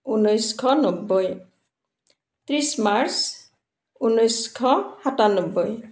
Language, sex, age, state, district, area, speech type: Assamese, female, 60+, Assam, Dibrugarh, urban, spontaneous